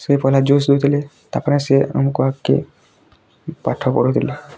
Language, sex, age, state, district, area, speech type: Odia, male, 18-30, Odisha, Bargarh, rural, spontaneous